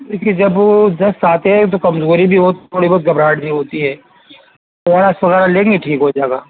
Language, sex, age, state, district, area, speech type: Urdu, male, 60+, Uttar Pradesh, Rampur, urban, conversation